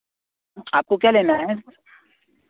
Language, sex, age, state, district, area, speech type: Hindi, male, 18-30, Madhya Pradesh, Seoni, urban, conversation